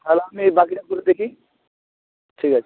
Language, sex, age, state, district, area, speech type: Bengali, male, 18-30, West Bengal, Jalpaiguri, rural, conversation